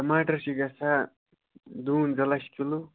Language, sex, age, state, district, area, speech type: Kashmiri, male, 18-30, Jammu and Kashmir, Baramulla, rural, conversation